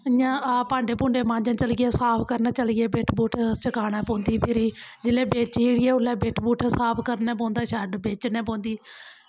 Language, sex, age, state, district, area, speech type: Dogri, female, 30-45, Jammu and Kashmir, Kathua, rural, spontaneous